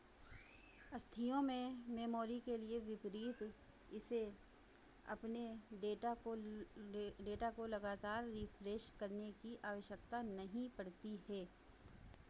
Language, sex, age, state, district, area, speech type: Hindi, female, 45-60, Uttar Pradesh, Sitapur, rural, read